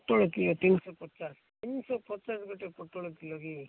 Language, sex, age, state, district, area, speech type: Odia, male, 45-60, Odisha, Malkangiri, urban, conversation